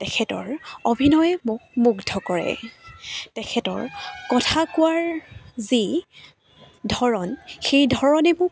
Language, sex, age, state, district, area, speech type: Assamese, female, 18-30, Assam, Charaideo, urban, spontaneous